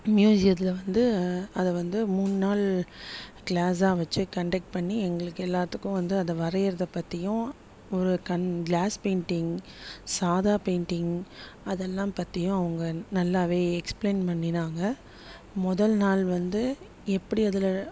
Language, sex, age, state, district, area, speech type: Tamil, female, 30-45, Tamil Nadu, Chennai, urban, spontaneous